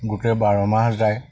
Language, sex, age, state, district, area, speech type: Assamese, male, 45-60, Assam, Charaideo, rural, spontaneous